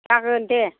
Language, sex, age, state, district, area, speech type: Bodo, female, 45-60, Assam, Chirang, rural, conversation